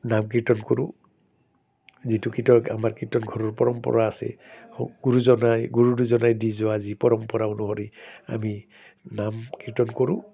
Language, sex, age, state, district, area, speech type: Assamese, male, 60+, Assam, Udalguri, urban, spontaneous